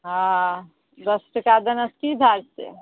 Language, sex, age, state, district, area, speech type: Maithili, female, 45-60, Bihar, Araria, rural, conversation